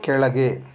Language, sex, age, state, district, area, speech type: Kannada, male, 30-45, Karnataka, Bangalore Rural, rural, read